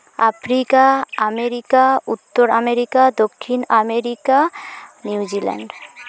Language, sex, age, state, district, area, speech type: Santali, female, 18-30, West Bengal, Purulia, rural, spontaneous